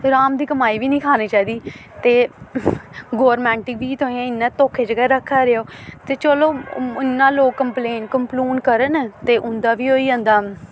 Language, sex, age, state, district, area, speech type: Dogri, female, 18-30, Jammu and Kashmir, Samba, urban, spontaneous